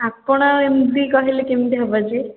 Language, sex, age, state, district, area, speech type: Odia, female, 18-30, Odisha, Puri, urban, conversation